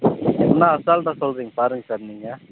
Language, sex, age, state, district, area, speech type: Tamil, male, 30-45, Tamil Nadu, Krishnagiri, rural, conversation